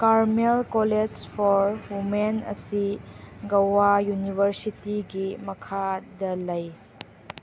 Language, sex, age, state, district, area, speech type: Manipuri, female, 18-30, Manipur, Chandel, rural, read